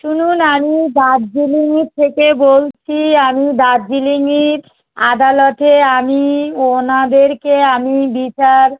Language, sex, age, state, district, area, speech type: Bengali, female, 45-60, West Bengal, Darjeeling, urban, conversation